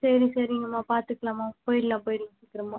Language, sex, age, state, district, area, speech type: Tamil, female, 30-45, Tamil Nadu, Ariyalur, rural, conversation